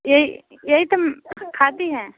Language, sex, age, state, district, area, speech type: Hindi, female, 30-45, Uttar Pradesh, Bhadohi, urban, conversation